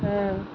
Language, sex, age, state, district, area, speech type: Odia, female, 30-45, Odisha, Kendrapara, urban, spontaneous